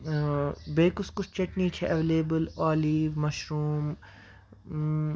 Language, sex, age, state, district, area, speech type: Kashmiri, female, 18-30, Jammu and Kashmir, Kupwara, rural, spontaneous